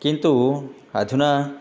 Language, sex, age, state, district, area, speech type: Sanskrit, male, 60+, Telangana, Hyderabad, urban, spontaneous